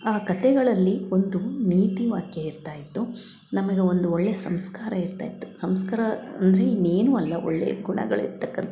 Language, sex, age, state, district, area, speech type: Kannada, female, 60+, Karnataka, Chitradurga, rural, spontaneous